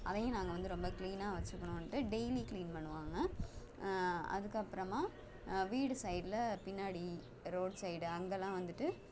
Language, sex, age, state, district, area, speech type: Tamil, female, 30-45, Tamil Nadu, Thanjavur, urban, spontaneous